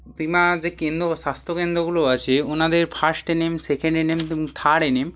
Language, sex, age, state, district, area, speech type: Bengali, male, 18-30, West Bengal, Hooghly, urban, spontaneous